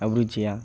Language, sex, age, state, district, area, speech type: Telugu, male, 18-30, Andhra Pradesh, Bapatla, rural, spontaneous